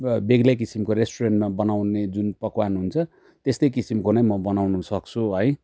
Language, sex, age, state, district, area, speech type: Nepali, male, 30-45, West Bengal, Darjeeling, rural, spontaneous